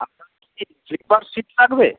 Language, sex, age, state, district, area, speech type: Bengali, male, 30-45, West Bengal, Howrah, urban, conversation